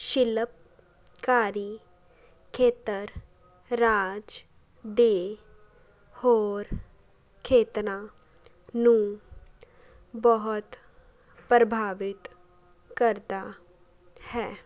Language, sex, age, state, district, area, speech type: Punjabi, female, 18-30, Punjab, Fazilka, rural, spontaneous